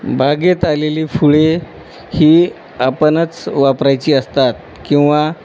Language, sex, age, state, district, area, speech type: Marathi, male, 45-60, Maharashtra, Nanded, rural, spontaneous